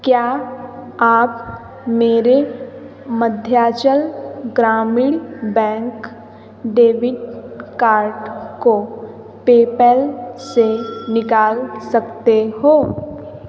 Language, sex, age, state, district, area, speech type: Hindi, female, 45-60, Uttar Pradesh, Sonbhadra, rural, read